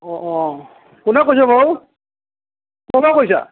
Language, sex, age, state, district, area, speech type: Assamese, male, 60+, Assam, Tinsukia, rural, conversation